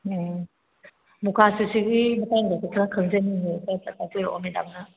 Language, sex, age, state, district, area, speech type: Manipuri, female, 30-45, Manipur, Kakching, rural, conversation